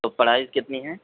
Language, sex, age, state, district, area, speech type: Urdu, male, 18-30, Uttar Pradesh, Saharanpur, urban, conversation